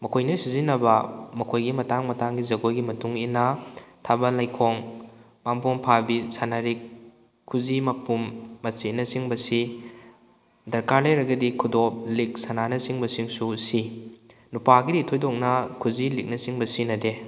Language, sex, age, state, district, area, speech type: Manipuri, male, 18-30, Manipur, Kakching, rural, spontaneous